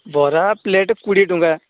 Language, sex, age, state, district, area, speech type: Odia, male, 45-60, Odisha, Gajapati, rural, conversation